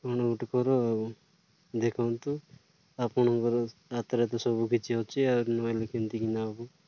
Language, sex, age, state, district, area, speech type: Odia, male, 30-45, Odisha, Nabarangpur, urban, spontaneous